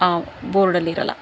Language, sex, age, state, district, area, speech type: Kannada, female, 30-45, Karnataka, Davanagere, rural, spontaneous